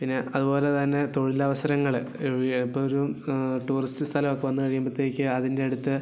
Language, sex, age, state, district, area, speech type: Malayalam, male, 18-30, Kerala, Idukki, rural, spontaneous